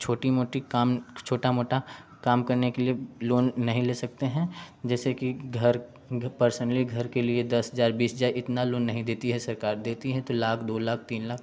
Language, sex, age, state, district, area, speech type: Hindi, male, 18-30, Uttar Pradesh, Prayagraj, urban, spontaneous